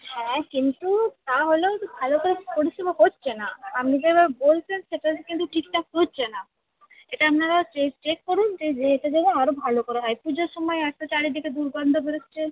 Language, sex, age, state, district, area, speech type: Bengali, female, 45-60, West Bengal, Birbhum, urban, conversation